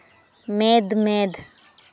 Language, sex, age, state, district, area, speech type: Santali, female, 18-30, West Bengal, Malda, rural, read